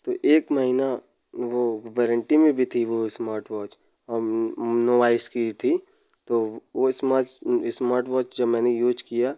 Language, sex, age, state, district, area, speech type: Hindi, male, 18-30, Uttar Pradesh, Pratapgarh, rural, spontaneous